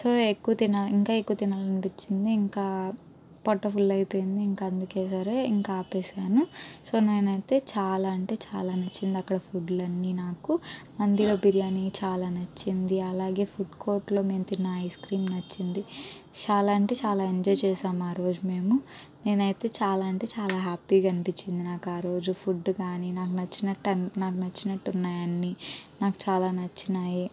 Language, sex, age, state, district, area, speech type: Telugu, female, 18-30, Andhra Pradesh, Guntur, urban, spontaneous